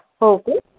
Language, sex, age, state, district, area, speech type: Marathi, female, 30-45, Maharashtra, Wardha, urban, conversation